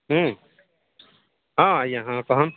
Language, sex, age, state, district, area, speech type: Odia, male, 45-60, Odisha, Nuapada, urban, conversation